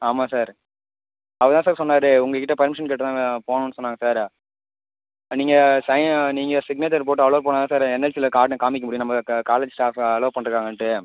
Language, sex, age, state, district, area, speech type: Tamil, male, 18-30, Tamil Nadu, Cuddalore, rural, conversation